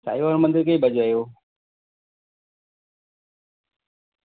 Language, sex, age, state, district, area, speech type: Gujarati, male, 30-45, Gujarat, Valsad, urban, conversation